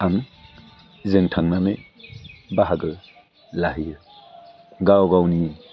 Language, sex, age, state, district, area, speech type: Bodo, male, 60+, Assam, Udalguri, urban, spontaneous